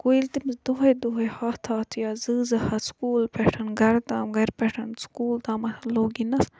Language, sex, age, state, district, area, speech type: Kashmiri, female, 30-45, Jammu and Kashmir, Budgam, rural, spontaneous